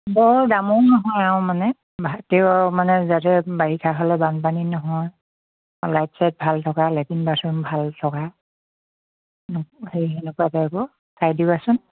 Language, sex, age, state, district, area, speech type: Assamese, female, 45-60, Assam, Dibrugarh, rural, conversation